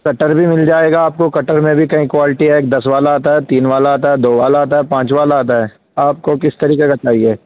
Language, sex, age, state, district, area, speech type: Urdu, male, 18-30, Uttar Pradesh, Saharanpur, urban, conversation